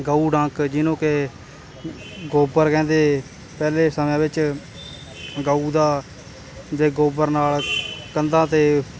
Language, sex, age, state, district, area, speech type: Punjabi, male, 18-30, Punjab, Kapurthala, rural, spontaneous